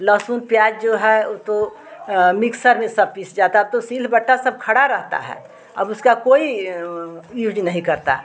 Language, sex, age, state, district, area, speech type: Hindi, female, 60+, Uttar Pradesh, Chandauli, rural, spontaneous